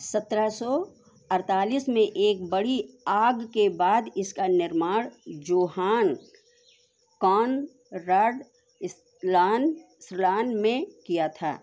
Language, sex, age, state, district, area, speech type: Hindi, female, 60+, Uttar Pradesh, Sitapur, rural, read